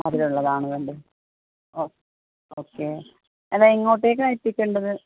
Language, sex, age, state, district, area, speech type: Malayalam, female, 30-45, Kerala, Malappuram, rural, conversation